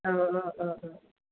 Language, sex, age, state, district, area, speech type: Bodo, female, 30-45, Assam, Chirang, rural, conversation